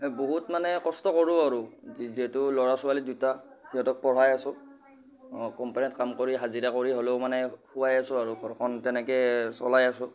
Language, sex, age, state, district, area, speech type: Assamese, female, 60+, Assam, Kamrup Metropolitan, urban, spontaneous